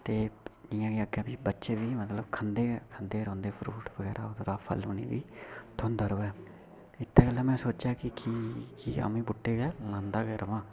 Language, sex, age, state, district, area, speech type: Dogri, male, 18-30, Jammu and Kashmir, Udhampur, rural, spontaneous